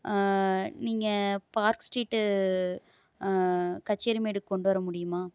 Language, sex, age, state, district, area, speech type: Tamil, female, 30-45, Tamil Nadu, Erode, rural, spontaneous